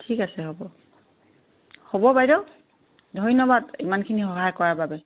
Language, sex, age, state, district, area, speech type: Assamese, female, 60+, Assam, Dibrugarh, rural, conversation